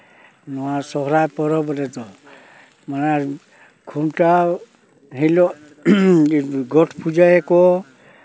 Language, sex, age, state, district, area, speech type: Santali, male, 60+, West Bengal, Purulia, rural, spontaneous